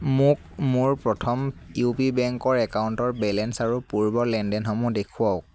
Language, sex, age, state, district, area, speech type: Assamese, male, 18-30, Assam, Dibrugarh, rural, read